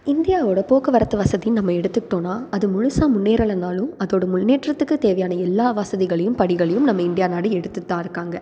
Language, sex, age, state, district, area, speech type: Tamil, female, 18-30, Tamil Nadu, Salem, urban, spontaneous